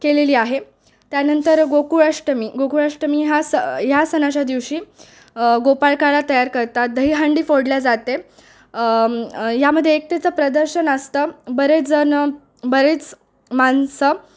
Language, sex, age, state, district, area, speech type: Marathi, female, 18-30, Maharashtra, Nanded, rural, spontaneous